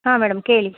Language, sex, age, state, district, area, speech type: Kannada, female, 30-45, Karnataka, Chitradurga, rural, conversation